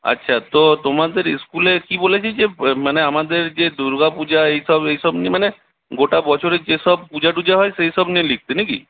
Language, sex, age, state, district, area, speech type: Bengali, male, 18-30, West Bengal, Purulia, urban, conversation